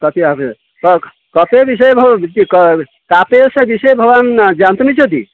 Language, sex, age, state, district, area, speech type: Sanskrit, male, 60+, Odisha, Balasore, urban, conversation